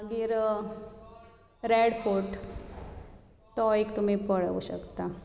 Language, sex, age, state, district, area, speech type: Goan Konkani, female, 45-60, Goa, Bardez, urban, spontaneous